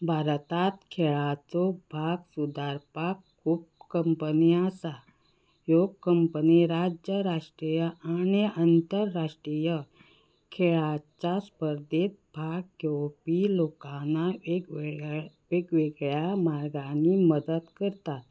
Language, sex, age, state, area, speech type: Goan Konkani, female, 45-60, Goa, rural, spontaneous